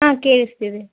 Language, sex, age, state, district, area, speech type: Kannada, female, 30-45, Karnataka, Vijayanagara, rural, conversation